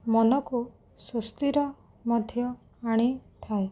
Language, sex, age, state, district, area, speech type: Odia, female, 18-30, Odisha, Rayagada, rural, spontaneous